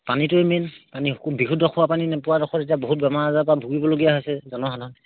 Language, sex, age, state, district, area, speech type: Assamese, male, 30-45, Assam, Sivasagar, rural, conversation